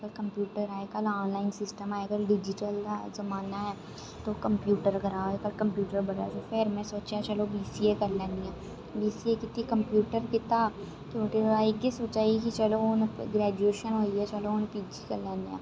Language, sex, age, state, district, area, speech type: Dogri, female, 18-30, Jammu and Kashmir, Reasi, urban, spontaneous